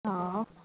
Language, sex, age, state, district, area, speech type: Sindhi, female, 30-45, Maharashtra, Thane, urban, conversation